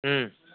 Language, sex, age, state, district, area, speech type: Bodo, male, 45-60, Assam, Chirang, rural, conversation